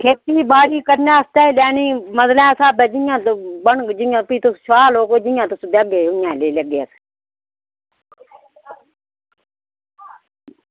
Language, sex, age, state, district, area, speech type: Dogri, female, 45-60, Jammu and Kashmir, Udhampur, rural, conversation